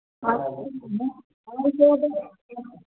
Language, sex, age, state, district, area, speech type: Hindi, female, 45-60, Bihar, Madhepura, rural, conversation